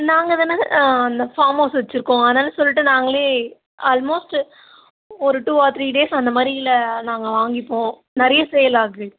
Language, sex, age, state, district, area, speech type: Tamil, female, 18-30, Tamil Nadu, Ranipet, urban, conversation